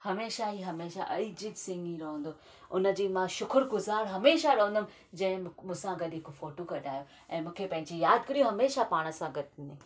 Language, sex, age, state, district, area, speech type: Sindhi, female, 30-45, Maharashtra, Thane, urban, spontaneous